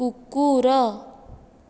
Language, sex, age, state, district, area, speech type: Odia, female, 18-30, Odisha, Jajpur, rural, read